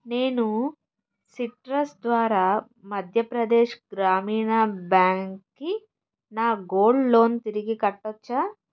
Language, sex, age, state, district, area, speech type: Telugu, female, 18-30, Andhra Pradesh, Palnadu, urban, read